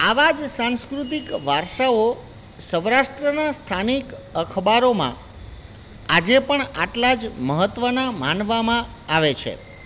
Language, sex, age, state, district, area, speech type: Gujarati, male, 45-60, Gujarat, Junagadh, urban, spontaneous